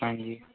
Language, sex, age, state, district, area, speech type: Punjabi, male, 18-30, Punjab, Barnala, rural, conversation